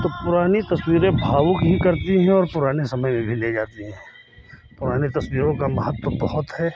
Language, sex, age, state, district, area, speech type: Hindi, male, 45-60, Uttar Pradesh, Lucknow, rural, spontaneous